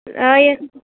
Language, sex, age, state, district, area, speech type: Sindhi, female, 18-30, Gujarat, Surat, urban, conversation